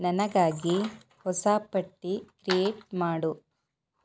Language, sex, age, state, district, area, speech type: Kannada, female, 18-30, Karnataka, Shimoga, rural, read